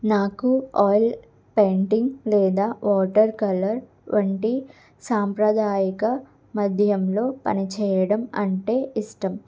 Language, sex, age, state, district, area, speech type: Telugu, female, 18-30, Andhra Pradesh, Guntur, urban, spontaneous